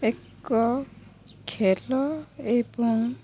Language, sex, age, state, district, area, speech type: Odia, female, 30-45, Odisha, Balangir, urban, spontaneous